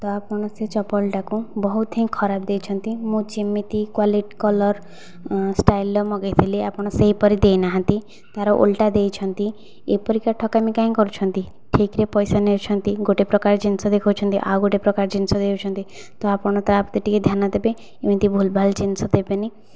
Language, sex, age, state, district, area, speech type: Odia, female, 45-60, Odisha, Nayagarh, rural, spontaneous